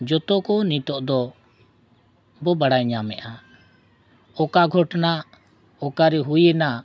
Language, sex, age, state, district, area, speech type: Santali, male, 45-60, Jharkhand, Bokaro, rural, spontaneous